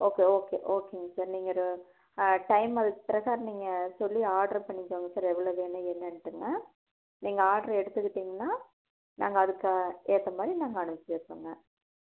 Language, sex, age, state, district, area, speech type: Tamil, female, 30-45, Tamil Nadu, Erode, rural, conversation